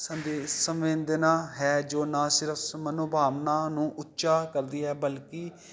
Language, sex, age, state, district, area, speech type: Punjabi, male, 45-60, Punjab, Jalandhar, urban, spontaneous